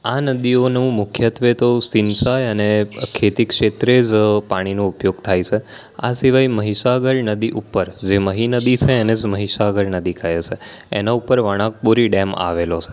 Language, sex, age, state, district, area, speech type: Gujarati, male, 18-30, Gujarat, Anand, urban, spontaneous